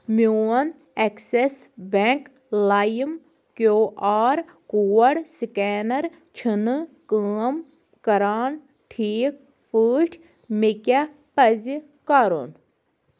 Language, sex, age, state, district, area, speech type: Kashmiri, female, 30-45, Jammu and Kashmir, Anantnag, rural, read